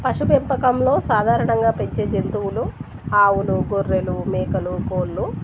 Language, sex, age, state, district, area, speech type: Telugu, female, 30-45, Telangana, Warangal, rural, spontaneous